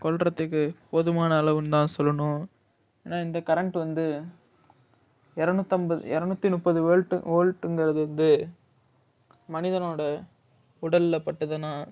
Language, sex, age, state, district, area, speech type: Tamil, male, 45-60, Tamil Nadu, Ariyalur, rural, spontaneous